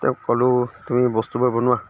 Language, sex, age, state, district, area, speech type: Assamese, male, 30-45, Assam, Dibrugarh, rural, spontaneous